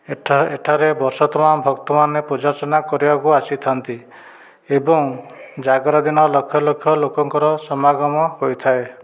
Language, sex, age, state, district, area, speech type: Odia, male, 45-60, Odisha, Dhenkanal, rural, spontaneous